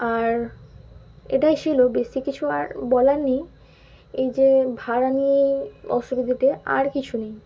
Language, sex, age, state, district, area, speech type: Bengali, female, 18-30, West Bengal, Malda, urban, spontaneous